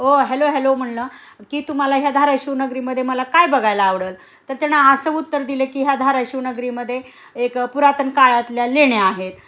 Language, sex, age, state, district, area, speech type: Marathi, female, 45-60, Maharashtra, Osmanabad, rural, spontaneous